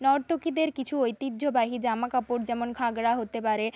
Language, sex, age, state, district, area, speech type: Bengali, female, 30-45, West Bengal, Nadia, rural, spontaneous